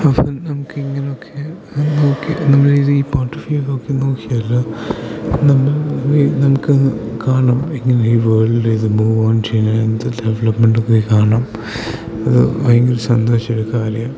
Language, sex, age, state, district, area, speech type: Malayalam, male, 18-30, Kerala, Idukki, rural, spontaneous